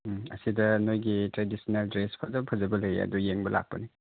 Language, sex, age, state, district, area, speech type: Manipuri, male, 30-45, Manipur, Chandel, rural, conversation